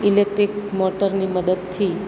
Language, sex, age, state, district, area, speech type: Gujarati, female, 60+, Gujarat, Valsad, urban, spontaneous